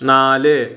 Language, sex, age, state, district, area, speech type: Malayalam, male, 30-45, Kerala, Wayanad, rural, read